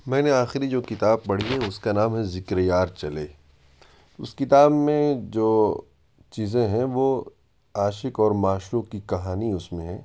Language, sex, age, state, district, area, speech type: Urdu, male, 18-30, Uttar Pradesh, Ghaziabad, urban, spontaneous